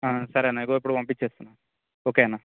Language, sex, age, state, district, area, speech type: Telugu, male, 18-30, Telangana, Sangareddy, urban, conversation